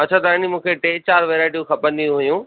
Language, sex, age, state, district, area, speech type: Sindhi, male, 30-45, Maharashtra, Thane, urban, conversation